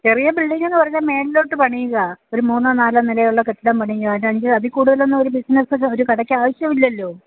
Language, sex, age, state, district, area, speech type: Malayalam, female, 60+, Kerala, Kottayam, rural, conversation